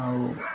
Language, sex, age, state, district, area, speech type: Odia, male, 30-45, Odisha, Nuapada, urban, spontaneous